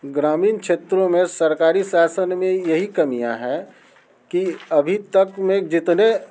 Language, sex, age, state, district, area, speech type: Hindi, male, 45-60, Bihar, Muzaffarpur, rural, spontaneous